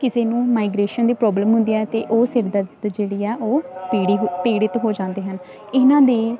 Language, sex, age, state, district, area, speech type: Punjabi, female, 18-30, Punjab, Hoshiarpur, rural, spontaneous